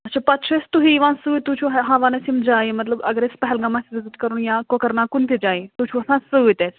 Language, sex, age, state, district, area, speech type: Kashmiri, female, 30-45, Jammu and Kashmir, Anantnag, rural, conversation